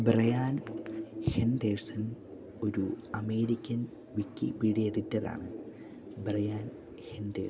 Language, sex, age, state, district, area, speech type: Malayalam, male, 18-30, Kerala, Idukki, rural, read